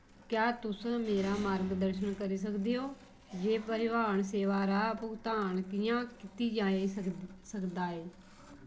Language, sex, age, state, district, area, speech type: Dogri, female, 45-60, Jammu and Kashmir, Kathua, rural, read